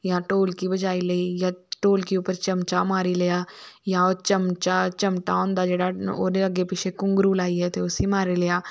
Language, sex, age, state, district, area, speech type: Dogri, female, 18-30, Jammu and Kashmir, Samba, rural, spontaneous